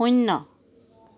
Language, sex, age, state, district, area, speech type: Assamese, female, 45-60, Assam, Charaideo, urban, read